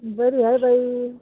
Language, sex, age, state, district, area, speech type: Marathi, female, 30-45, Maharashtra, Washim, rural, conversation